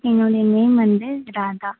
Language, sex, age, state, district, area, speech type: Tamil, female, 18-30, Tamil Nadu, Mayiladuthurai, urban, conversation